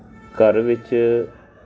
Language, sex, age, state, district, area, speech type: Punjabi, male, 45-60, Punjab, Tarn Taran, urban, spontaneous